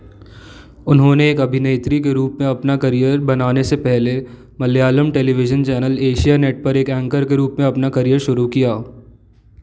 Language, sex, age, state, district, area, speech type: Hindi, male, 18-30, Madhya Pradesh, Jabalpur, urban, read